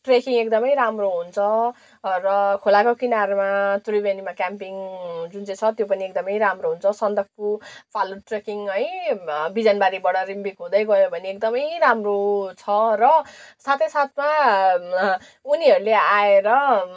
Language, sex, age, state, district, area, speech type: Nepali, female, 18-30, West Bengal, Darjeeling, rural, spontaneous